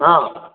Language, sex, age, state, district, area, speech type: Odia, male, 60+, Odisha, Khordha, rural, conversation